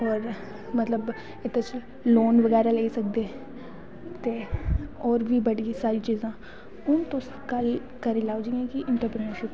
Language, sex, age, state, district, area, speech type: Dogri, female, 18-30, Jammu and Kashmir, Udhampur, rural, spontaneous